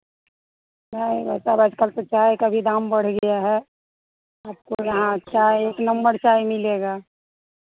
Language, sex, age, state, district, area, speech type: Hindi, female, 45-60, Bihar, Madhepura, rural, conversation